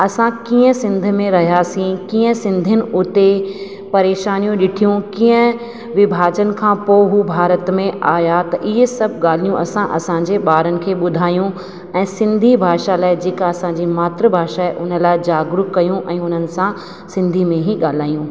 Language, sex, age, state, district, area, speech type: Sindhi, female, 30-45, Rajasthan, Ajmer, urban, spontaneous